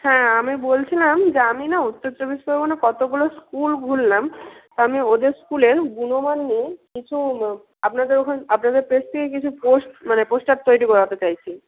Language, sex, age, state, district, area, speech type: Bengali, female, 18-30, West Bengal, North 24 Parganas, rural, conversation